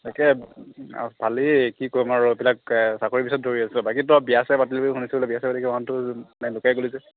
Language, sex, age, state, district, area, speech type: Assamese, male, 60+, Assam, Morigaon, rural, conversation